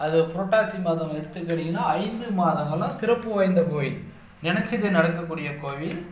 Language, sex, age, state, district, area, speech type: Tamil, male, 30-45, Tamil Nadu, Dharmapuri, urban, spontaneous